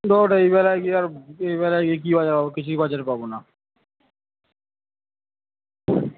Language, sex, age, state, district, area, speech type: Bengali, male, 30-45, West Bengal, Kolkata, urban, conversation